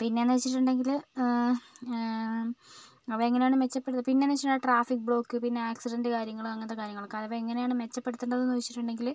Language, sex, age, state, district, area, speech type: Malayalam, female, 30-45, Kerala, Kozhikode, rural, spontaneous